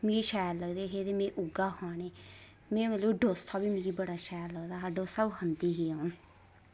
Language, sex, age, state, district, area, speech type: Dogri, female, 30-45, Jammu and Kashmir, Reasi, rural, spontaneous